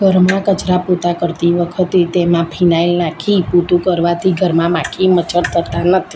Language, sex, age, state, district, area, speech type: Gujarati, female, 30-45, Gujarat, Kheda, rural, spontaneous